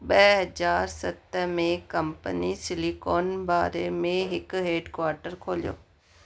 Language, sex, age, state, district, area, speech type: Sindhi, female, 30-45, Rajasthan, Ajmer, urban, read